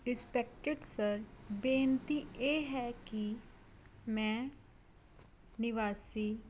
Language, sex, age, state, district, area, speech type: Punjabi, female, 30-45, Punjab, Fazilka, rural, spontaneous